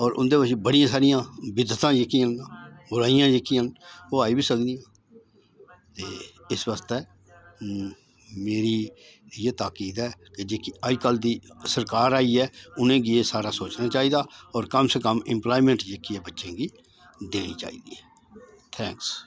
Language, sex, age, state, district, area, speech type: Dogri, male, 60+, Jammu and Kashmir, Udhampur, rural, spontaneous